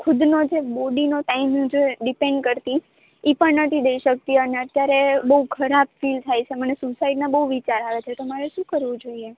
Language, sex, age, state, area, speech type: Gujarati, female, 18-30, Gujarat, urban, conversation